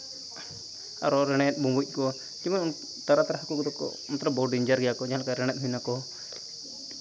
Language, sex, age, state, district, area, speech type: Santali, male, 18-30, Jharkhand, Seraikela Kharsawan, rural, spontaneous